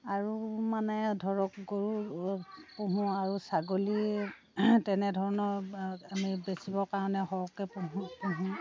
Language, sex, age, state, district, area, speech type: Assamese, female, 60+, Assam, Dhemaji, rural, spontaneous